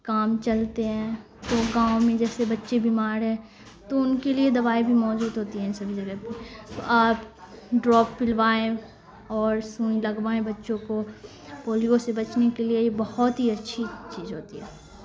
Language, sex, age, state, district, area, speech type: Urdu, female, 18-30, Bihar, Khagaria, rural, spontaneous